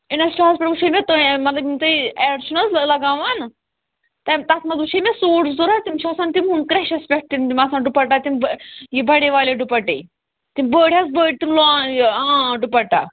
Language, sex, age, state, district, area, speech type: Kashmiri, female, 30-45, Jammu and Kashmir, Pulwama, rural, conversation